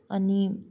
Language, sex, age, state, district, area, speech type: Nepali, female, 18-30, West Bengal, Kalimpong, rural, spontaneous